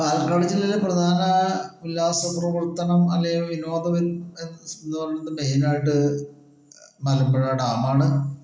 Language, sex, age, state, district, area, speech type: Malayalam, male, 60+, Kerala, Palakkad, rural, spontaneous